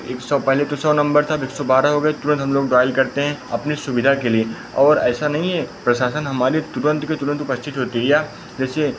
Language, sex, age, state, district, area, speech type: Hindi, male, 18-30, Uttar Pradesh, Pratapgarh, urban, spontaneous